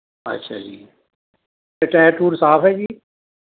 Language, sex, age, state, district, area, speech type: Punjabi, male, 60+, Punjab, Mohali, urban, conversation